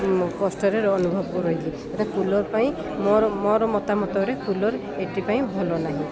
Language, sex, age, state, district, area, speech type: Odia, female, 30-45, Odisha, Koraput, urban, spontaneous